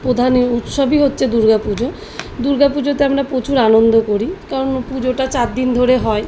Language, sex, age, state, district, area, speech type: Bengali, female, 30-45, West Bengal, South 24 Parganas, urban, spontaneous